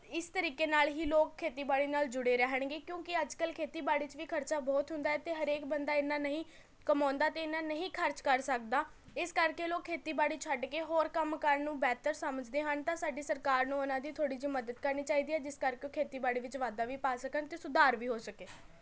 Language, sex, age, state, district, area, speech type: Punjabi, female, 18-30, Punjab, Patiala, urban, spontaneous